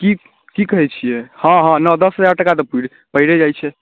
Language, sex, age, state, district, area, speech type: Maithili, male, 18-30, Bihar, Darbhanga, rural, conversation